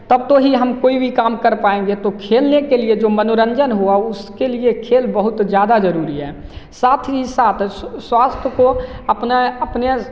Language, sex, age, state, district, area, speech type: Hindi, male, 18-30, Bihar, Begusarai, rural, spontaneous